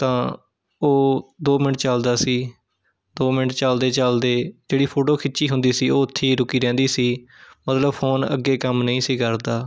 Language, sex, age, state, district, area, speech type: Punjabi, male, 18-30, Punjab, Shaheed Bhagat Singh Nagar, urban, spontaneous